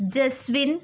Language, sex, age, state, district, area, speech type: Malayalam, female, 18-30, Kerala, Thiruvananthapuram, rural, spontaneous